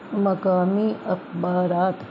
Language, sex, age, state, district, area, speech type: Urdu, female, 60+, Delhi, Central Delhi, urban, spontaneous